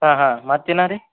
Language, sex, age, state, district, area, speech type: Kannada, male, 18-30, Karnataka, Gulbarga, urban, conversation